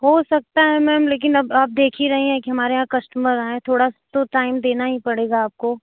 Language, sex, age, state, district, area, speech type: Hindi, female, 18-30, Uttar Pradesh, Azamgarh, rural, conversation